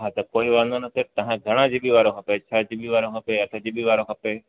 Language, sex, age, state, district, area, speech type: Sindhi, male, 30-45, Gujarat, Junagadh, rural, conversation